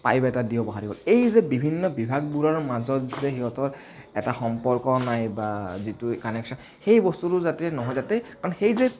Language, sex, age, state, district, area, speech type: Assamese, male, 18-30, Assam, Kamrup Metropolitan, urban, spontaneous